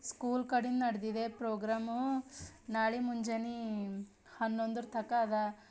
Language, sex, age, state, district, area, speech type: Kannada, female, 30-45, Karnataka, Bidar, rural, spontaneous